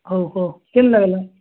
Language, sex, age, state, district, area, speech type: Odia, male, 30-45, Odisha, Nabarangpur, urban, conversation